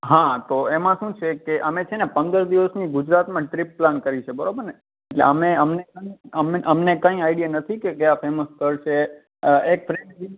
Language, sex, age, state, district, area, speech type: Gujarati, male, 18-30, Gujarat, Kutch, urban, conversation